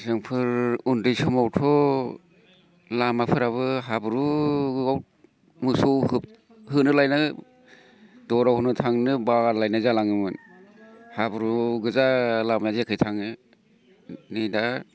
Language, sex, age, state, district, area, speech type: Bodo, male, 45-60, Assam, Baksa, urban, spontaneous